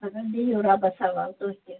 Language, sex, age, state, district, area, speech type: Kashmiri, female, 45-60, Jammu and Kashmir, Bandipora, rural, conversation